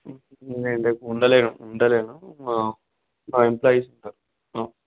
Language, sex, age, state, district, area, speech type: Telugu, male, 18-30, Telangana, Vikarabad, rural, conversation